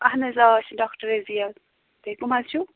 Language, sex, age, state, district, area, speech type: Kashmiri, female, 18-30, Jammu and Kashmir, Pulwama, rural, conversation